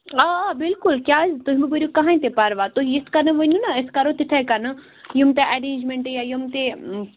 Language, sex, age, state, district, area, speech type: Kashmiri, female, 18-30, Jammu and Kashmir, Baramulla, rural, conversation